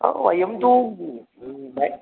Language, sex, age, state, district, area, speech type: Sanskrit, male, 30-45, Telangana, Ranga Reddy, urban, conversation